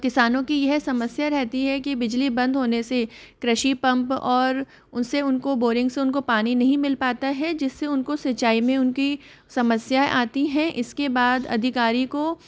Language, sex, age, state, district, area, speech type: Hindi, female, 30-45, Rajasthan, Jodhpur, urban, spontaneous